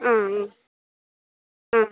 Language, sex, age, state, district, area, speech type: Malayalam, female, 30-45, Kerala, Thiruvananthapuram, rural, conversation